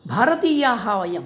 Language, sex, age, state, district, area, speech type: Sanskrit, male, 60+, Tamil Nadu, Mayiladuthurai, urban, spontaneous